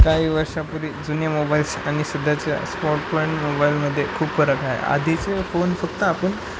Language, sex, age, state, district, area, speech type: Marathi, male, 18-30, Maharashtra, Nanded, urban, spontaneous